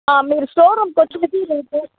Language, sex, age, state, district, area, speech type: Telugu, female, 18-30, Andhra Pradesh, Chittoor, rural, conversation